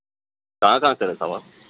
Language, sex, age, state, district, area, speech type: Urdu, male, 30-45, Telangana, Hyderabad, urban, conversation